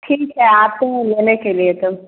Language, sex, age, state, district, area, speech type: Hindi, female, 18-30, Bihar, Begusarai, rural, conversation